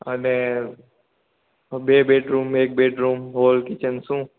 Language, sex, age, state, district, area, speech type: Gujarati, male, 18-30, Gujarat, Ahmedabad, urban, conversation